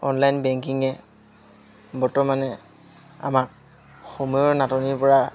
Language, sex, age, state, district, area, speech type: Assamese, male, 18-30, Assam, Sivasagar, urban, spontaneous